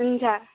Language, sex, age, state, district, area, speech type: Nepali, female, 18-30, West Bengal, Kalimpong, rural, conversation